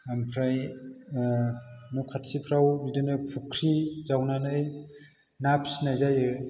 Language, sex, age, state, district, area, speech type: Bodo, male, 30-45, Assam, Chirang, urban, spontaneous